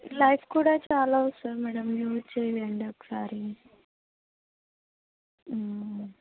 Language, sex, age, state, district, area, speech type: Telugu, female, 30-45, Andhra Pradesh, Kurnool, rural, conversation